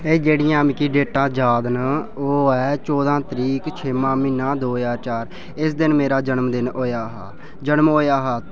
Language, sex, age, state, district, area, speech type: Dogri, male, 18-30, Jammu and Kashmir, Udhampur, rural, spontaneous